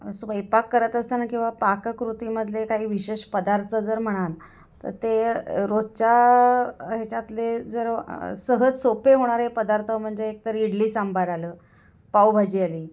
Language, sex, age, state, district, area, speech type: Marathi, female, 45-60, Maharashtra, Kolhapur, rural, spontaneous